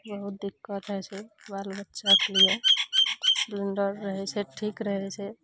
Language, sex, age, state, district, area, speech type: Maithili, female, 30-45, Bihar, Araria, rural, spontaneous